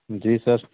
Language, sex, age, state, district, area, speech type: Hindi, male, 30-45, Uttar Pradesh, Bhadohi, rural, conversation